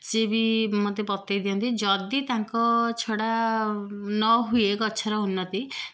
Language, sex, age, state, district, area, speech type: Odia, female, 45-60, Odisha, Puri, urban, spontaneous